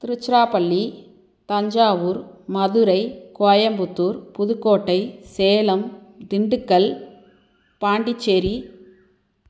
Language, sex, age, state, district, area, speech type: Tamil, female, 60+, Tamil Nadu, Tiruchirappalli, rural, spontaneous